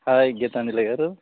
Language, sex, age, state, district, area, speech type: Telugu, male, 30-45, Andhra Pradesh, Sri Balaji, urban, conversation